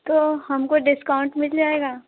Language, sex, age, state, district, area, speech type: Hindi, female, 18-30, Uttar Pradesh, Azamgarh, urban, conversation